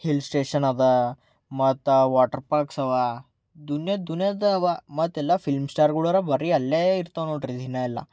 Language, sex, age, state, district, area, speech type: Kannada, male, 18-30, Karnataka, Bidar, urban, spontaneous